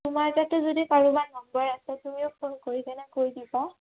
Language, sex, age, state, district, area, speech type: Assamese, female, 18-30, Assam, Udalguri, rural, conversation